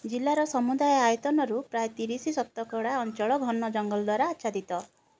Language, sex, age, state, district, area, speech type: Odia, female, 30-45, Odisha, Kendrapara, urban, read